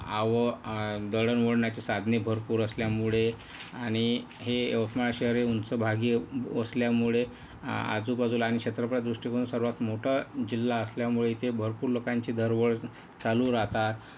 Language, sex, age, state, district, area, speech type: Marathi, male, 18-30, Maharashtra, Yavatmal, rural, spontaneous